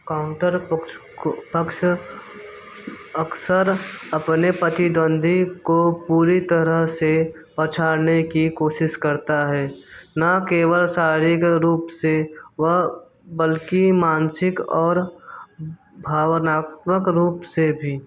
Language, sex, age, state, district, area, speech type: Hindi, male, 18-30, Uttar Pradesh, Mirzapur, urban, read